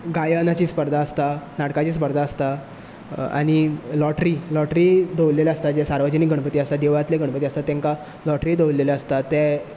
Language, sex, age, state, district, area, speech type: Goan Konkani, male, 18-30, Goa, Bardez, rural, spontaneous